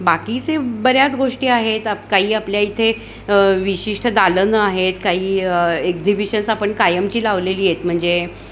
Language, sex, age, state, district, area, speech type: Marathi, female, 60+, Maharashtra, Kolhapur, urban, spontaneous